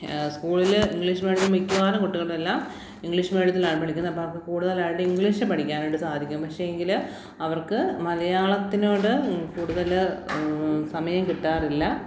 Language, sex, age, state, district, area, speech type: Malayalam, female, 30-45, Kerala, Alappuzha, rural, spontaneous